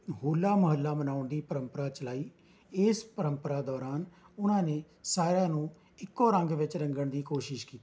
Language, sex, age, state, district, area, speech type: Punjabi, male, 45-60, Punjab, Rupnagar, rural, spontaneous